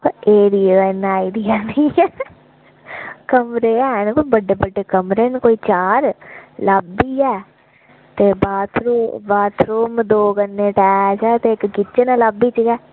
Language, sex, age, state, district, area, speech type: Dogri, female, 18-30, Jammu and Kashmir, Reasi, rural, conversation